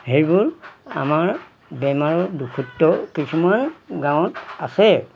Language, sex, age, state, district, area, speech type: Assamese, male, 60+, Assam, Golaghat, rural, spontaneous